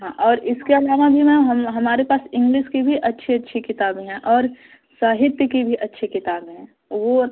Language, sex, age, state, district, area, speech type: Hindi, female, 18-30, Uttar Pradesh, Azamgarh, rural, conversation